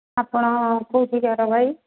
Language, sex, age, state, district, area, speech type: Odia, female, 45-60, Odisha, Angul, rural, conversation